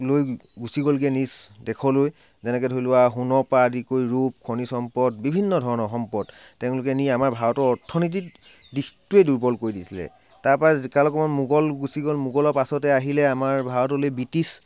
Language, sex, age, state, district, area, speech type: Assamese, male, 30-45, Assam, Sivasagar, urban, spontaneous